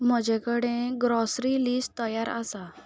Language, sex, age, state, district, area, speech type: Goan Konkani, female, 18-30, Goa, Ponda, rural, read